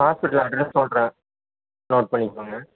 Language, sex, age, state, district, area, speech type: Tamil, male, 18-30, Tamil Nadu, Erode, rural, conversation